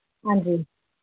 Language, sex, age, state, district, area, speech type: Dogri, female, 30-45, Jammu and Kashmir, Jammu, rural, conversation